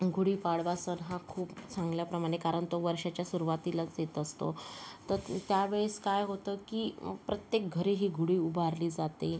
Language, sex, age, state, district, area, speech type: Marathi, female, 30-45, Maharashtra, Yavatmal, rural, spontaneous